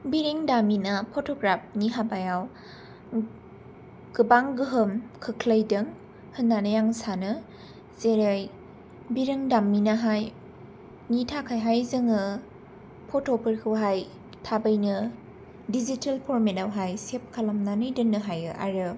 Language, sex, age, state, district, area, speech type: Bodo, female, 18-30, Assam, Kokrajhar, urban, spontaneous